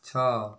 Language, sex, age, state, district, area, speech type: Odia, male, 45-60, Odisha, Kandhamal, rural, read